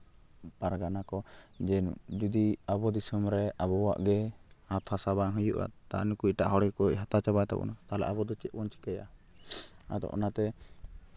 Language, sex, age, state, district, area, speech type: Santali, male, 18-30, West Bengal, Purulia, rural, spontaneous